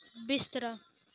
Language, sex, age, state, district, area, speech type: Dogri, female, 18-30, Jammu and Kashmir, Samba, rural, read